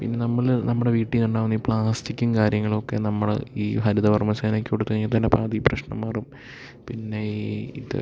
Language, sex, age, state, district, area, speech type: Malayalam, male, 18-30, Kerala, Idukki, rural, spontaneous